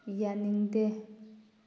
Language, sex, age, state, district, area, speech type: Manipuri, female, 18-30, Manipur, Thoubal, rural, read